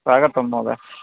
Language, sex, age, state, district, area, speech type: Sanskrit, male, 45-60, Karnataka, Vijayanagara, rural, conversation